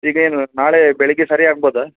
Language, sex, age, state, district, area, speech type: Kannada, male, 30-45, Karnataka, Udupi, rural, conversation